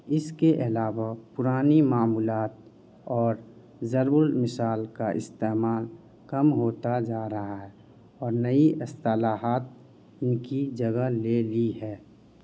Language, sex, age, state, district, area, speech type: Urdu, male, 18-30, Bihar, Madhubani, rural, spontaneous